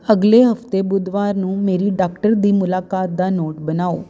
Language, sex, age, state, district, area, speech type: Punjabi, female, 30-45, Punjab, Ludhiana, urban, read